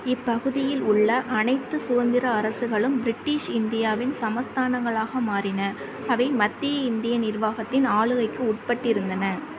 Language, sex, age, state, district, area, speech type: Tamil, female, 18-30, Tamil Nadu, Sivaganga, rural, read